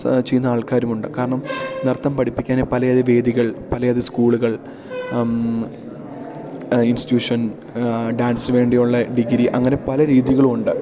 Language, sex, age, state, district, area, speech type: Malayalam, male, 18-30, Kerala, Idukki, rural, spontaneous